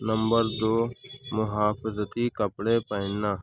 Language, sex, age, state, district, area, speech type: Urdu, male, 18-30, Maharashtra, Nashik, urban, spontaneous